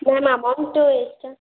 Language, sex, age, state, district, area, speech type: Kannada, female, 18-30, Karnataka, Hassan, urban, conversation